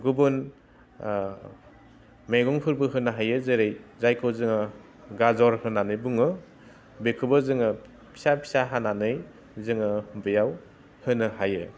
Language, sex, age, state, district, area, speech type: Bodo, male, 30-45, Assam, Udalguri, urban, spontaneous